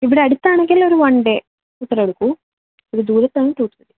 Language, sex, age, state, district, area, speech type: Malayalam, female, 18-30, Kerala, Alappuzha, rural, conversation